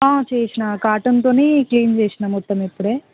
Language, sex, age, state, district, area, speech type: Telugu, female, 18-30, Telangana, Hyderabad, urban, conversation